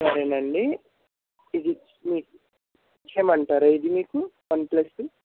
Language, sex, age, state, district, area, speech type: Telugu, male, 60+, Andhra Pradesh, N T Rama Rao, urban, conversation